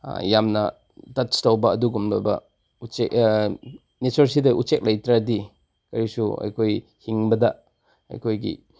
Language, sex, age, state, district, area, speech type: Manipuri, male, 30-45, Manipur, Chandel, rural, spontaneous